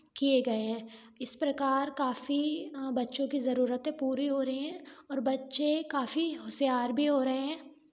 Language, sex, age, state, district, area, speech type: Hindi, female, 18-30, Madhya Pradesh, Gwalior, urban, spontaneous